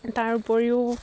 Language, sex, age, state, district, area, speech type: Assamese, female, 18-30, Assam, Sivasagar, rural, spontaneous